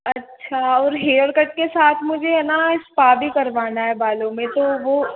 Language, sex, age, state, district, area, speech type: Hindi, female, 18-30, Rajasthan, Jaipur, urban, conversation